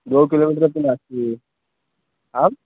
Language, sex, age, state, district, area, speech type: Sanskrit, male, 18-30, Maharashtra, Kolhapur, rural, conversation